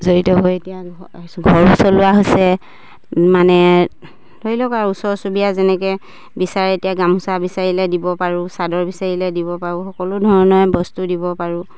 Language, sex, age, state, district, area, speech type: Assamese, female, 30-45, Assam, Dibrugarh, rural, spontaneous